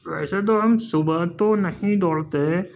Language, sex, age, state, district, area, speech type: Urdu, male, 45-60, Uttar Pradesh, Gautam Buddha Nagar, urban, spontaneous